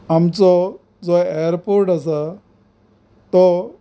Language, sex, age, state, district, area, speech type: Goan Konkani, male, 45-60, Goa, Canacona, rural, spontaneous